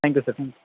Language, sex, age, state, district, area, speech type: Marathi, male, 18-30, Maharashtra, Satara, urban, conversation